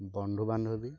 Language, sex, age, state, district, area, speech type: Assamese, male, 18-30, Assam, Dibrugarh, rural, spontaneous